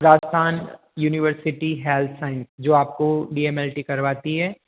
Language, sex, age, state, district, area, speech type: Hindi, male, 18-30, Rajasthan, Jodhpur, urban, conversation